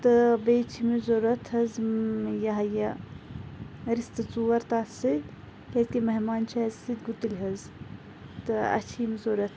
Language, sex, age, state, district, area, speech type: Kashmiri, female, 30-45, Jammu and Kashmir, Pulwama, rural, spontaneous